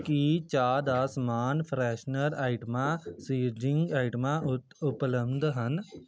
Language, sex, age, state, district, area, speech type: Punjabi, male, 18-30, Punjab, Tarn Taran, rural, read